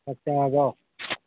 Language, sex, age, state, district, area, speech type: Manipuri, male, 30-45, Manipur, Thoubal, rural, conversation